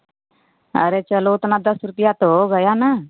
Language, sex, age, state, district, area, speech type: Hindi, female, 60+, Uttar Pradesh, Mau, rural, conversation